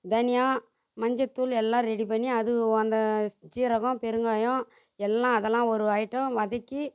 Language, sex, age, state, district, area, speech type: Tamil, female, 45-60, Tamil Nadu, Tiruvannamalai, rural, spontaneous